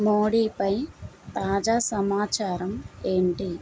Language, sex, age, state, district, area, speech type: Telugu, female, 30-45, Andhra Pradesh, N T Rama Rao, urban, read